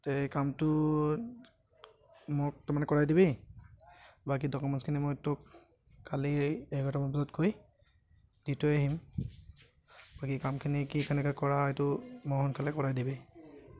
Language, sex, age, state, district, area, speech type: Assamese, male, 30-45, Assam, Goalpara, urban, spontaneous